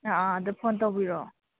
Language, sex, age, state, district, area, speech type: Manipuri, female, 30-45, Manipur, Imphal East, rural, conversation